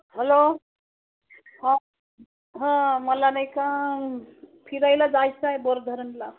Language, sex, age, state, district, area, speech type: Marathi, female, 60+, Maharashtra, Wardha, rural, conversation